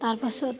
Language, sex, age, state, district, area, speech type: Assamese, female, 30-45, Assam, Barpeta, rural, spontaneous